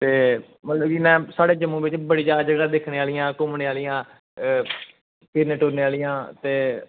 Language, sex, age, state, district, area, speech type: Dogri, male, 18-30, Jammu and Kashmir, Kathua, rural, conversation